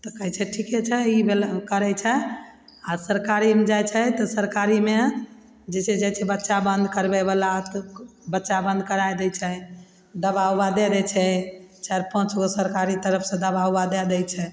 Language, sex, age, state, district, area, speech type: Maithili, female, 45-60, Bihar, Begusarai, rural, spontaneous